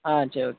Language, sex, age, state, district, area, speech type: Tamil, male, 30-45, Tamil Nadu, Tiruvarur, rural, conversation